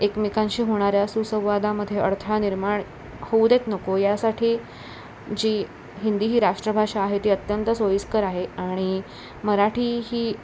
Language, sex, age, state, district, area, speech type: Marathi, female, 18-30, Maharashtra, Ratnagiri, urban, spontaneous